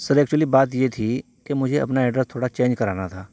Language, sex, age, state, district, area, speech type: Urdu, male, 30-45, Uttar Pradesh, Saharanpur, urban, spontaneous